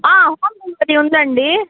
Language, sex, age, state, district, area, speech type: Telugu, female, 30-45, Andhra Pradesh, Sri Balaji, rural, conversation